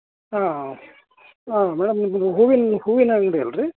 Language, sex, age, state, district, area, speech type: Kannada, male, 60+, Karnataka, Gadag, rural, conversation